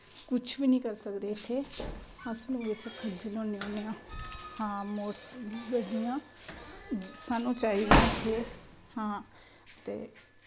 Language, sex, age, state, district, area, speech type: Dogri, female, 18-30, Jammu and Kashmir, Samba, rural, spontaneous